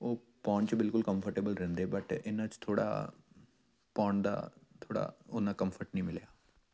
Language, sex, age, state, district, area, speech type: Punjabi, male, 30-45, Punjab, Amritsar, urban, spontaneous